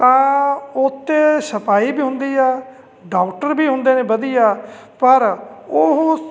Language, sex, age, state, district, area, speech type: Punjabi, male, 45-60, Punjab, Fatehgarh Sahib, urban, spontaneous